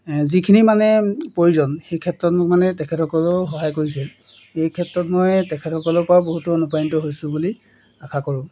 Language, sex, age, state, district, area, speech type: Assamese, male, 18-30, Assam, Golaghat, urban, spontaneous